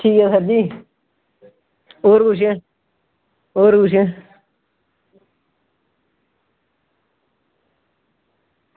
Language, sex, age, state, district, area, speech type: Dogri, male, 18-30, Jammu and Kashmir, Samba, rural, conversation